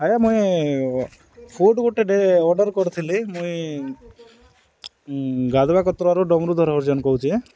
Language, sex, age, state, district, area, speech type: Odia, male, 30-45, Odisha, Nabarangpur, urban, spontaneous